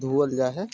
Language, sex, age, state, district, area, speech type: Maithili, male, 18-30, Bihar, Samastipur, rural, spontaneous